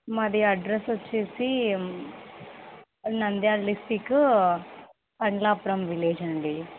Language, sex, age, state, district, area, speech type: Telugu, female, 18-30, Andhra Pradesh, Nandyal, rural, conversation